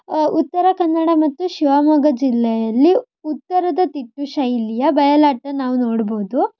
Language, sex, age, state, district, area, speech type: Kannada, female, 18-30, Karnataka, Shimoga, rural, spontaneous